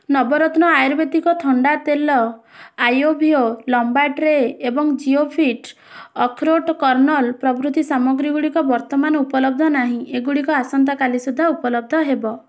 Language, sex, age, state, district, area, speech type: Odia, female, 18-30, Odisha, Bhadrak, rural, read